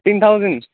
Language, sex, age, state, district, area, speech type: Urdu, male, 18-30, Uttar Pradesh, Rampur, urban, conversation